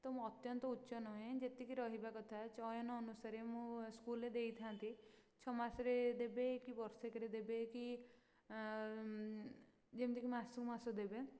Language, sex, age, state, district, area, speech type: Odia, female, 18-30, Odisha, Puri, urban, spontaneous